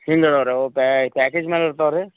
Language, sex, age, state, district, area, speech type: Kannada, male, 30-45, Karnataka, Vijayapura, urban, conversation